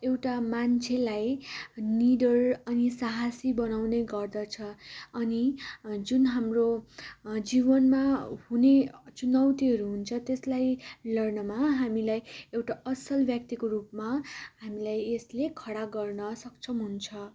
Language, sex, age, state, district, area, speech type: Nepali, female, 18-30, West Bengal, Darjeeling, rural, spontaneous